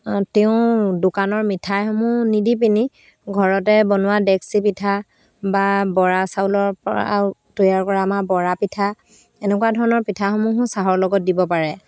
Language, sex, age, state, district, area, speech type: Assamese, female, 45-60, Assam, Dhemaji, rural, spontaneous